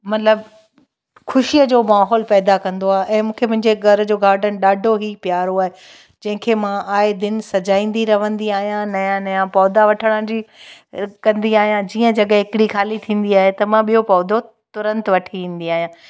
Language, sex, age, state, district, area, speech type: Sindhi, female, 45-60, Gujarat, Kutch, rural, spontaneous